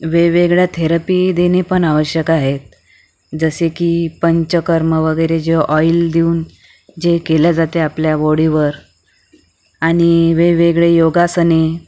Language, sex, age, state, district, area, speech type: Marathi, female, 45-60, Maharashtra, Akola, urban, spontaneous